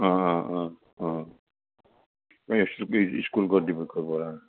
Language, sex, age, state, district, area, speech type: Assamese, male, 60+, Assam, Udalguri, urban, conversation